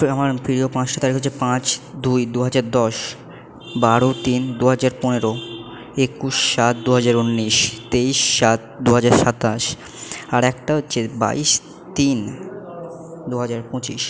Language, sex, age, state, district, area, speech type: Bengali, male, 18-30, West Bengal, Purba Bardhaman, urban, spontaneous